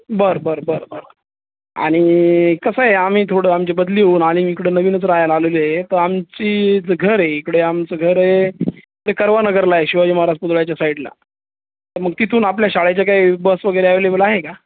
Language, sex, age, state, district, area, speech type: Marathi, male, 30-45, Maharashtra, Jalna, urban, conversation